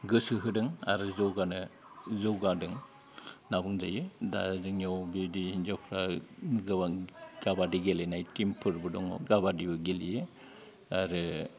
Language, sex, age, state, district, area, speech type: Bodo, male, 45-60, Assam, Udalguri, rural, spontaneous